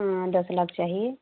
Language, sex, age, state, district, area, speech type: Hindi, female, 30-45, Uttar Pradesh, Prayagraj, rural, conversation